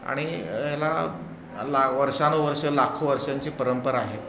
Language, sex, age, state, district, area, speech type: Marathi, male, 60+, Maharashtra, Pune, urban, spontaneous